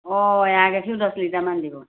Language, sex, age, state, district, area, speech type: Assamese, female, 45-60, Assam, Majuli, rural, conversation